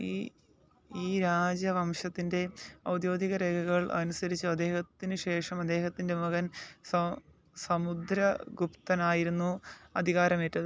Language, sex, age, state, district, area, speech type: Malayalam, male, 18-30, Kerala, Alappuzha, rural, read